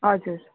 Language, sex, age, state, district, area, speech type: Nepali, female, 30-45, West Bengal, Jalpaiguri, rural, conversation